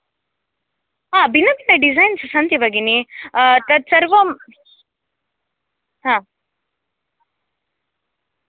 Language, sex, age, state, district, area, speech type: Sanskrit, female, 18-30, Karnataka, Udupi, urban, conversation